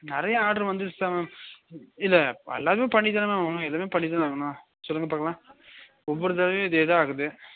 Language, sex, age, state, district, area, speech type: Tamil, male, 30-45, Tamil Nadu, Nilgiris, urban, conversation